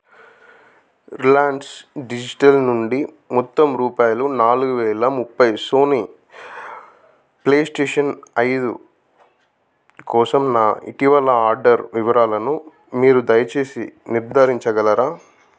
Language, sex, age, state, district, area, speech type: Telugu, male, 30-45, Telangana, Adilabad, rural, read